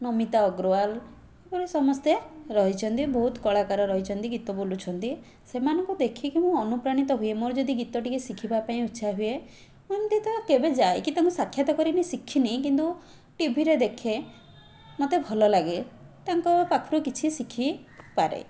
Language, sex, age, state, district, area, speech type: Odia, female, 30-45, Odisha, Puri, urban, spontaneous